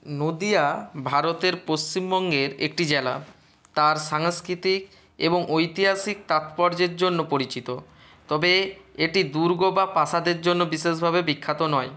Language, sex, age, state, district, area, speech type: Bengali, male, 45-60, West Bengal, Nadia, rural, spontaneous